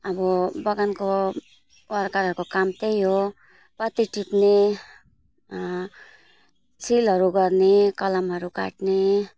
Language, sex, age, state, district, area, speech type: Nepali, female, 45-60, West Bengal, Alipurduar, urban, spontaneous